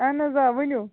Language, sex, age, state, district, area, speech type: Kashmiri, female, 18-30, Jammu and Kashmir, Baramulla, rural, conversation